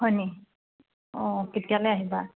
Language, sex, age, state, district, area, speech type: Assamese, female, 45-60, Assam, Dibrugarh, urban, conversation